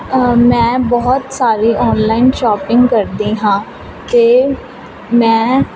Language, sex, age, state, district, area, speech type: Punjabi, female, 18-30, Punjab, Fazilka, rural, spontaneous